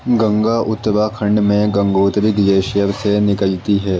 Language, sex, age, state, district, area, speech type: Urdu, male, 18-30, Delhi, East Delhi, urban, read